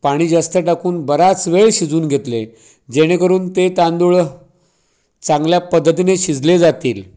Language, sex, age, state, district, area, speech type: Marathi, male, 45-60, Maharashtra, Raigad, rural, spontaneous